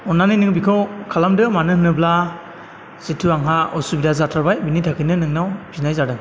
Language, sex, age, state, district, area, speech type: Bodo, male, 30-45, Assam, Chirang, rural, spontaneous